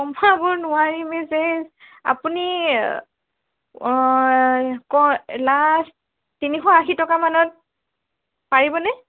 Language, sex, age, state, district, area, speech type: Assamese, female, 30-45, Assam, Sonitpur, rural, conversation